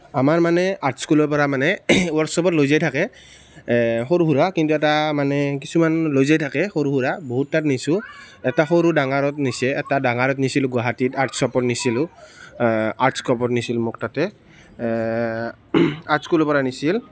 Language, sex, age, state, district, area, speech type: Assamese, male, 18-30, Assam, Biswanath, rural, spontaneous